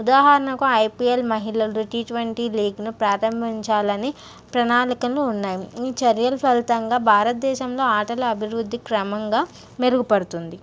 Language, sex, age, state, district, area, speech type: Telugu, female, 60+, Andhra Pradesh, N T Rama Rao, urban, spontaneous